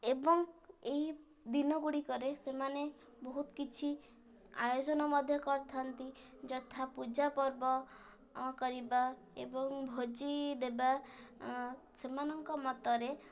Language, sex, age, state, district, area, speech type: Odia, female, 18-30, Odisha, Kendrapara, urban, spontaneous